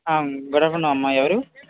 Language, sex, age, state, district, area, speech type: Telugu, male, 18-30, Andhra Pradesh, Srikakulam, urban, conversation